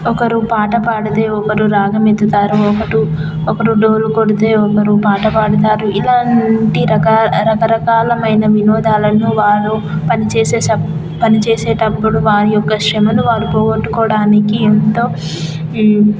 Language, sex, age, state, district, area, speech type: Telugu, female, 18-30, Telangana, Jayashankar, rural, spontaneous